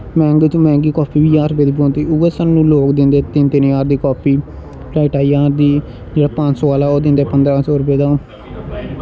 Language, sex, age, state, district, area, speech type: Dogri, male, 18-30, Jammu and Kashmir, Jammu, rural, spontaneous